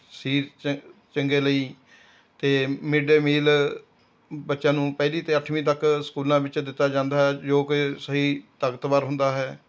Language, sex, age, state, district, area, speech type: Punjabi, male, 60+, Punjab, Rupnagar, rural, spontaneous